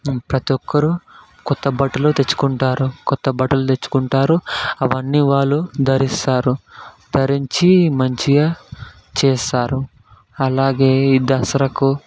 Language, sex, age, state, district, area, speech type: Telugu, male, 18-30, Telangana, Hyderabad, urban, spontaneous